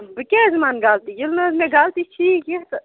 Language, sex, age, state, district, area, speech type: Kashmiri, female, 18-30, Jammu and Kashmir, Kupwara, rural, conversation